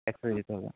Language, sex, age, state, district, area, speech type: Bengali, male, 30-45, West Bengal, Nadia, rural, conversation